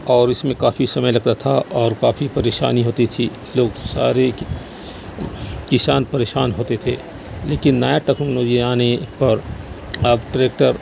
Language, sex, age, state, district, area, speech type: Urdu, male, 45-60, Bihar, Saharsa, rural, spontaneous